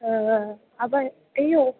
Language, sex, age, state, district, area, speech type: Malayalam, female, 18-30, Kerala, Idukki, rural, conversation